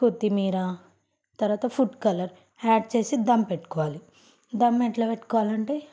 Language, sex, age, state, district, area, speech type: Telugu, female, 18-30, Telangana, Nalgonda, rural, spontaneous